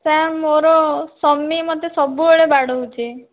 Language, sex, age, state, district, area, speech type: Odia, female, 60+, Odisha, Kandhamal, rural, conversation